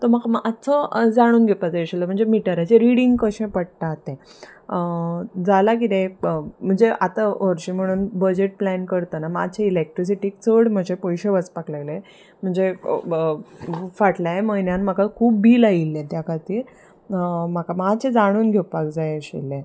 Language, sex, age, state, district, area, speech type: Goan Konkani, female, 30-45, Goa, Salcete, urban, spontaneous